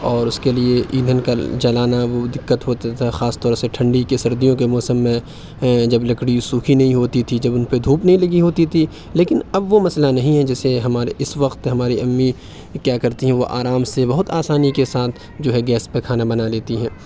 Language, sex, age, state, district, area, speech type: Urdu, male, 45-60, Uttar Pradesh, Aligarh, urban, spontaneous